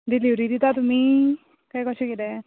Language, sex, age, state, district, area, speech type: Goan Konkani, female, 18-30, Goa, Ponda, rural, conversation